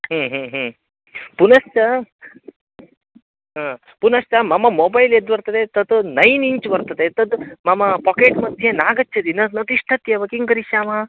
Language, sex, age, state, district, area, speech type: Sanskrit, male, 30-45, Karnataka, Uttara Kannada, rural, conversation